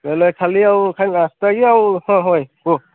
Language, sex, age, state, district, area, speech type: Odia, male, 30-45, Odisha, Sambalpur, rural, conversation